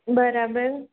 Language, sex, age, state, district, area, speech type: Gujarati, female, 30-45, Gujarat, Rajkot, urban, conversation